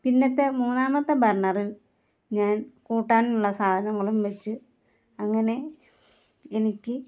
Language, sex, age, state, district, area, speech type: Malayalam, female, 45-60, Kerala, Alappuzha, rural, spontaneous